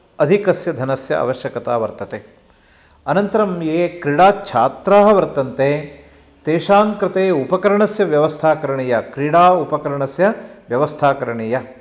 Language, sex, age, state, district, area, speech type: Sanskrit, male, 45-60, Karnataka, Uttara Kannada, rural, spontaneous